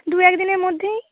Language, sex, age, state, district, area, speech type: Bengali, female, 30-45, West Bengal, Nadia, urban, conversation